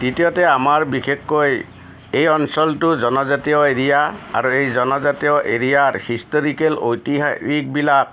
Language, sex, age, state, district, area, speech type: Assamese, male, 60+, Assam, Udalguri, urban, spontaneous